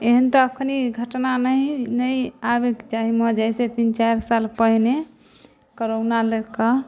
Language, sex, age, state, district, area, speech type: Maithili, female, 18-30, Bihar, Samastipur, rural, spontaneous